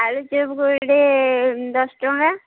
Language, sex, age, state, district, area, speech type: Odia, female, 45-60, Odisha, Gajapati, rural, conversation